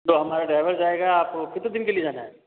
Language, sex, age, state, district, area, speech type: Hindi, male, 30-45, Rajasthan, Jodhpur, urban, conversation